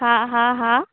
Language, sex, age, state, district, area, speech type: Sindhi, female, 18-30, Rajasthan, Ajmer, urban, conversation